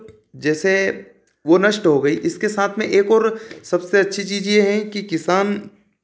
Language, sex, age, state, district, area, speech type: Hindi, male, 30-45, Madhya Pradesh, Ujjain, urban, spontaneous